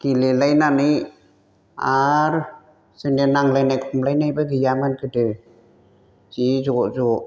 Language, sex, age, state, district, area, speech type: Bodo, female, 60+, Assam, Chirang, rural, spontaneous